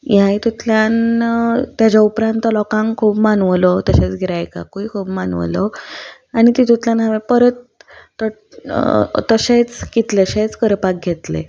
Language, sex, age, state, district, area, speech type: Goan Konkani, female, 18-30, Goa, Ponda, rural, spontaneous